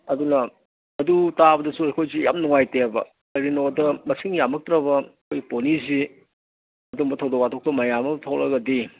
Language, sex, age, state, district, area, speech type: Manipuri, male, 60+, Manipur, Imphal East, rural, conversation